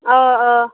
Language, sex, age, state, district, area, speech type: Kashmiri, female, 18-30, Jammu and Kashmir, Bandipora, rural, conversation